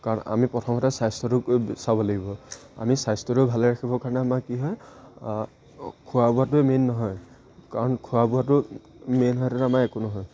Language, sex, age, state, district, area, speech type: Assamese, male, 18-30, Assam, Lakhimpur, urban, spontaneous